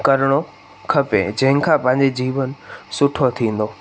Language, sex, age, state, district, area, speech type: Sindhi, male, 18-30, Gujarat, Junagadh, rural, spontaneous